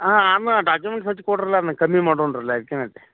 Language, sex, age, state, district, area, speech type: Kannada, male, 30-45, Karnataka, Vijayapura, urban, conversation